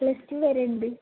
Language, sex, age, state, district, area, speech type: Malayalam, female, 18-30, Kerala, Palakkad, rural, conversation